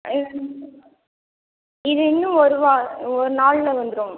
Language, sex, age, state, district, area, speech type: Tamil, female, 18-30, Tamil Nadu, Cuddalore, rural, conversation